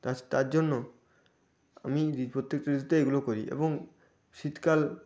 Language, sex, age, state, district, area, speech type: Bengali, male, 18-30, West Bengal, Nadia, rural, spontaneous